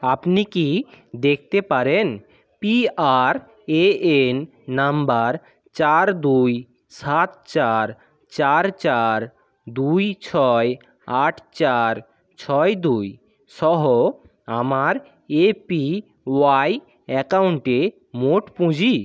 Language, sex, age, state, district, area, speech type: Bengali, male, 45-60, West Bengal, Purba Medinipur, rural, read